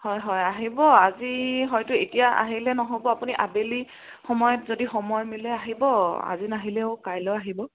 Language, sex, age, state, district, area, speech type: Assamese, female, 30-45, Assam, Dhemaji, rural, conversation